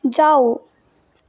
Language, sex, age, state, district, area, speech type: Nepali, female, 18-30, West Bengal, Jalpaiguri, rural, read